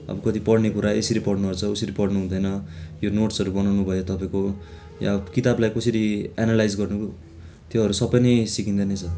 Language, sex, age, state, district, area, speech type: Nepali, male, 18-30, West Bengal, Darjeeling, rural, spontaneous